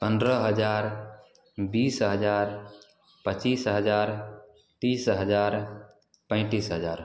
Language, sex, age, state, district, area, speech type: Hindi, male, 18-30, Bihar, Samastipur, rural, spontaneous